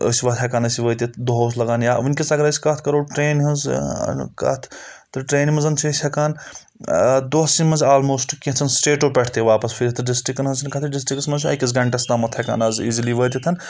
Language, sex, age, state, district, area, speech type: Kashmiri, male, 18-30, Jammu and Kashmir, Budgam, rural, spontaneous